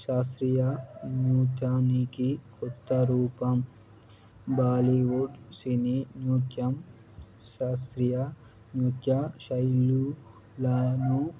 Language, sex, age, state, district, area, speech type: Telugu, male, 18-30, Telangana, Nizamabad, urban, spontaneous